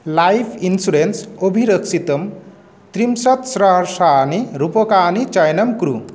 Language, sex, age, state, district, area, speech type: Sanskrit, male, 30-45, West Bengal, Murshidabad, rural, read